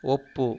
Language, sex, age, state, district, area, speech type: Kannada, male, 18-30, Karnataka, Kodagu, rural, read